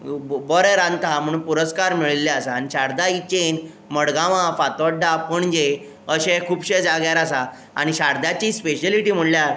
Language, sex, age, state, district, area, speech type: Goan Konkani, male, 18-30, Goa, Tiswadi, rural, spontaneous